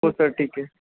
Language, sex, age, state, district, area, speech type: Marathi, male, 18-30, Maharashtra, Jalna, urban, conversation